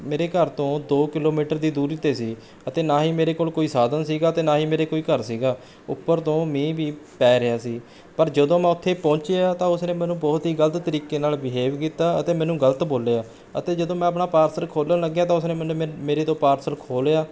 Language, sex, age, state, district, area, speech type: Punjabi, male, 18-30, Punjab, Rupnagar, urban, spontaneous